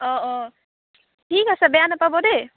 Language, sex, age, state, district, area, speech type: Assamese, female, 18-30, Assam, Majuli, urban, conversation